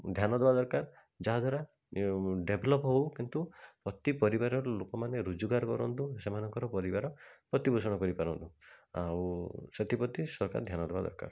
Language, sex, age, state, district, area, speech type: Odia, male, 45-60, Odisha, Bhadrak, rural, spontaneous